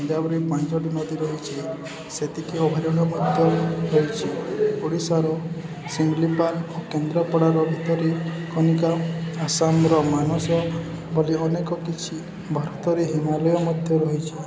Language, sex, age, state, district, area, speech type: Odia, male, 18-30, Odisha, Balangir, urban, spontaneous